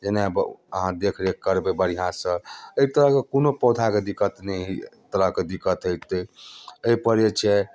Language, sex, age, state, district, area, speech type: Maithili, male, 30-45, Bihar, Darbhanga, rural, spontaneous